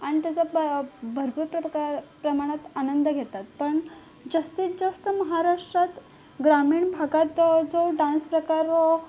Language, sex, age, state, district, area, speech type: Marathi, female, 18-30, Maharashtra, Solapur, urban, spontaneous